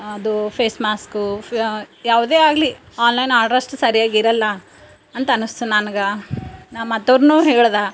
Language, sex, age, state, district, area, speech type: Kannada, female, 30-45, Karnataka, Bidar, rural, spontaneous